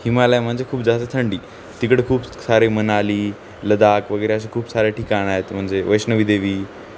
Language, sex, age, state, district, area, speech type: Marathi, male, 18-30, Maharashtra, Nanded, urban, spontaneous